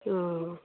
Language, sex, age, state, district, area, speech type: Maithili, female, 18-30, Bihar, Saharsa, rural, conversation